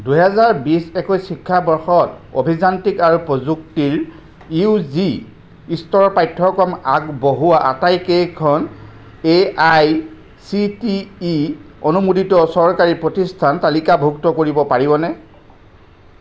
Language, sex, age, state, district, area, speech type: Assamese, male, 45-60, Assam, Jorhat, urban, read